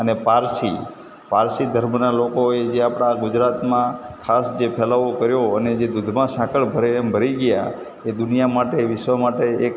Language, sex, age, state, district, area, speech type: Gujarati, male, 60+, Gujarat, Morbi, urban, spontaneous